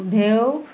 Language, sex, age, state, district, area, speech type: Bengali, female, 18-30, West Bengal, Uttar Dinajpur, urban, spontaneous